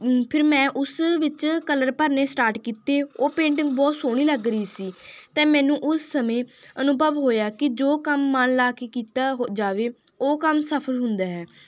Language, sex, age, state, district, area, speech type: Punjabi, female, 18-30, Punjab, Mansa, rural, spontaneous